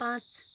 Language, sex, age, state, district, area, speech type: Nepali, female, 30-45, West Bengal, Kalimpong, rural, read